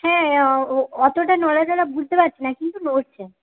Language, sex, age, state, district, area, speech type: Bengali, female, 18-30, West Bengal, Paschim Medinipur, rural, conversation